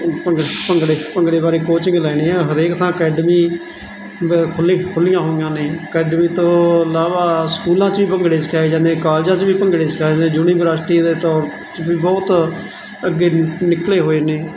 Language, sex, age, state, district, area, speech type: Punjabi, male, 45-60, Punjab, Mansa, rural, spontaneous